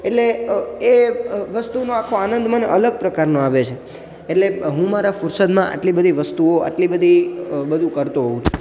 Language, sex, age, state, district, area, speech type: Gujarati, male, 18-30, Gujarat, Junagadh, urban, spontaneous